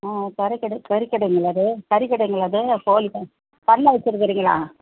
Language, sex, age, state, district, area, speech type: Tamil, female, 60+, Tamil Nadu, Perambalur, rural, conversation